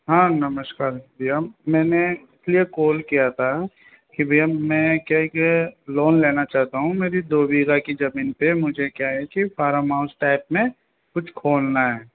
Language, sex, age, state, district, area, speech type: Hindi, male, 18-30, Rajasthan, Jaipur, urban, conversation